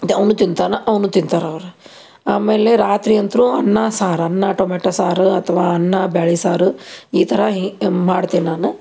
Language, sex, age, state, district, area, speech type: Kannada, female, 30-45, Karnataka, Koppal, rural, spontaneous